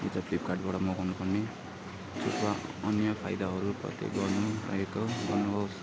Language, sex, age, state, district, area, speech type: Nepali, male, 30-45, West Bengal, Darjeeling, rural, spontaneous